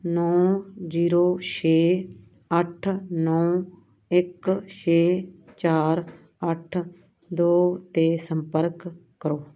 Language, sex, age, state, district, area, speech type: Punjabi, female, 30-45, Punjab, Muktsar, urban, read